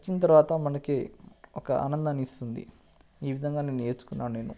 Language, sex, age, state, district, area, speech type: Telugu, male, 18-30, Telangana, Nalgonda, rural, spontaneous